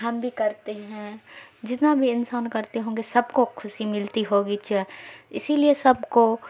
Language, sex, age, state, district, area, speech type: Urdu, female, 45-60, Bihar, Khagaria, rural, spontaneous